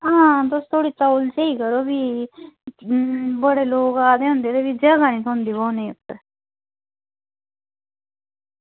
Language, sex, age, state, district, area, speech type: Dogri, female, 30-45, Jammu and Kashmir, Udhampur, rural, conversation